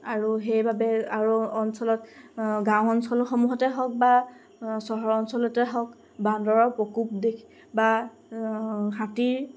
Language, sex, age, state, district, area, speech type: Assamese, female, 18-30, Assam, Golaghat, urban, spontaneous